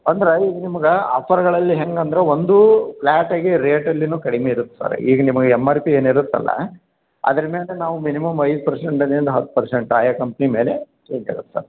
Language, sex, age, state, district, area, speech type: Kannada, male, 45-60, Karnataka, Koppal, rural, conversation